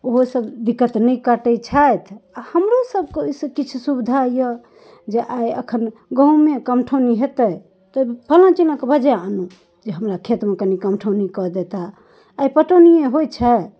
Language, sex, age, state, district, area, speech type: Maithili, female, 30-45, Bihar, Darbhanga, urban, spontaneous